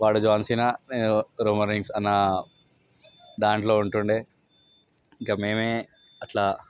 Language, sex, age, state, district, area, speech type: Telugu, male, 18-30, Telangana, Nalgonda, urban, spontaneous